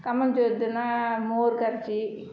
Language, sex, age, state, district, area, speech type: Tamil, female, 45-60, Tamil Nadu, Salem, rural, spontaneous